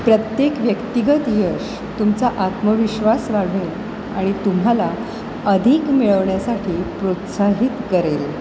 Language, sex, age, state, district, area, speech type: Marathi, female, 45-60, Maharashtra, Mumbai Suburban, urban, read